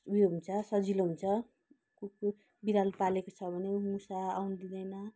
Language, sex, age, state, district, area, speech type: Nepali, female, 30-45, West Bengal, Kalimpong, rural, spontaneous